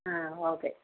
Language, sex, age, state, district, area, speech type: Malayalam, female, 45-60, Kerala, Kottayam, rural, conversation